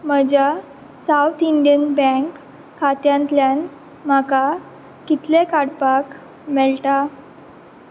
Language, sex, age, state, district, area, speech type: Goan Konkani, female, 18-30, Goa, Quepem, rural, read